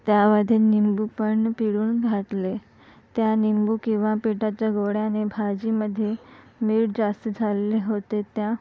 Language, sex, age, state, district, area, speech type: Marathi, female, 45-60, Maharashtra, Nagpur, urban, spontaneous